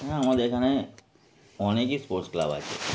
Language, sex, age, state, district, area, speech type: Bengali, male, 30-45, West Bengal, Darjeeling, urban, spontaneous